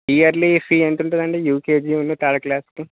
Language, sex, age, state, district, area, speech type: Telugu, male, 30-45, Andhra Pradesh, Srikakulam, urban, conversation